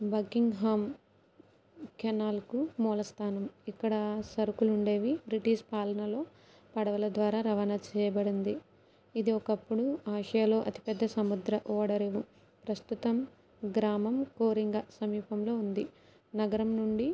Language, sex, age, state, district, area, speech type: Telugu, female, 18-30, Andhra Pradesh, Kakinada, urban, spontaneous